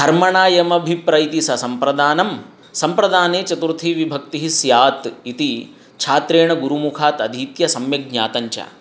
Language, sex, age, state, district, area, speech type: Sanskrit, male, 30-45, Telangana, Hyderabad, urban, spontaneous